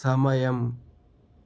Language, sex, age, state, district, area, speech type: Telugu, male, 30-45, Andhra Pradesh, Chittoor, rural, read